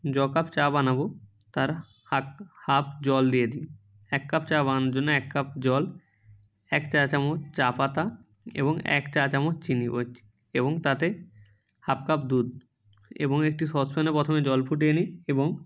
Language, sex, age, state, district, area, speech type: Bengali, male, 60+, West Bengal, Purba Medinipur, rural, spontaneous